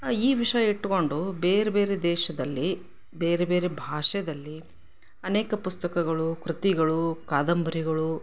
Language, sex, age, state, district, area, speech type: Kannada, female, 45-60, Karnataka, Chikkaballapur, rural, spontaneous